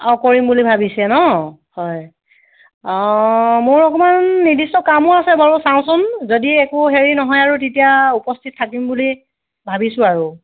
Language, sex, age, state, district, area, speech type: Assamese, female, 30-45, Assam, Kamrup Metropolitan, urban, conversation